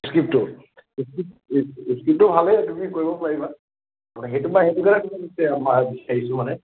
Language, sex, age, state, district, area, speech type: Assamese, male, 30-45, Assam, Nagaon, rural, conversation